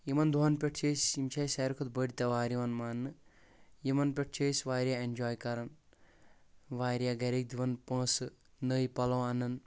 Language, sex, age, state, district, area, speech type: Kashmiri, male, 18-30, Jammu and Kashmir, Shopian, urban, spontaneous